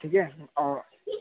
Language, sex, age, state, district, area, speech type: Hindi, male, 18-30, Uttar Pradesh, Prayagraj, urban, conversation